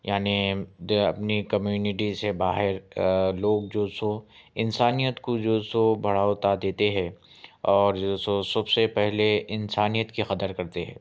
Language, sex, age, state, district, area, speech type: Urdu, male, 30-45, Telangana, Hyderabad, urban, spontaneous